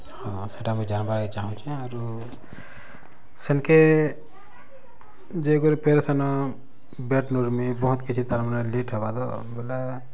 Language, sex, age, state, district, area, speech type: Odia, male, 30-45, Odisha, Bargarh, urban, spontaneous